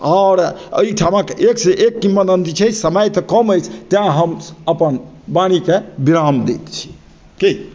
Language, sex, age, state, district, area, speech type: Maithili, male, 60+, Bihar, Madhubani, urban, spontaneous